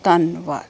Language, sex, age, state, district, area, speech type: Punjabi, female, 30-45, Punjab, Ludhiana, urban, spontaneous